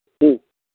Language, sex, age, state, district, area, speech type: Hindi, male, 45-60, Uttar Pradesh, Pratapgarh, rural, conversation